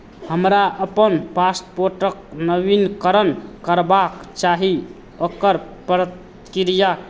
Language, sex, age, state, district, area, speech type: Maithili, male, 30-45, Bihar, Madhepura, rural, read